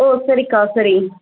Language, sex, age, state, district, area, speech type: Tamil, female, 45-60, Tamil Nadu, Pudukkottai, rural, conversation